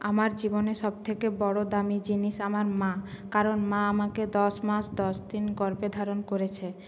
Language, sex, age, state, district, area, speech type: Bengali, female, 18-30, West Bengal, Purulia, urban, spontaneous